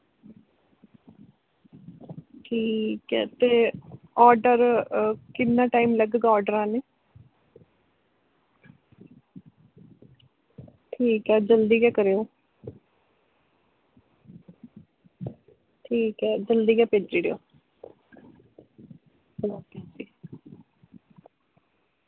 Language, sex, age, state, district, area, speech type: Dogri, female, 30-45, Jammu and Kashmir, Kathua, rural, conversation